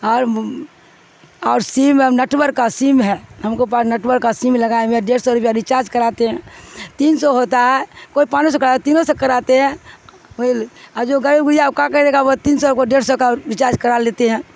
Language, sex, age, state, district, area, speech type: Urdu, female, 60+, Bihar, Supaul, rural, spontaneous